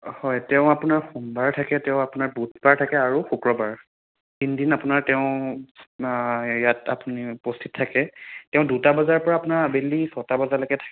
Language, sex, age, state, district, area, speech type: Assamese, male, 18-30, Assam, Sonitpur, rural, conversation